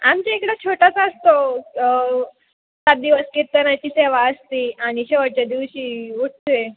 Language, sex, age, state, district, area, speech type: Marathi, female, 18-30, Maharashtra, Ahmednagar, rural, conversation